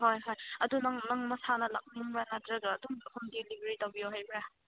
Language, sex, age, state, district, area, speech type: Manipuri, female, 18-30, Manipur, Senapati, urban, conversation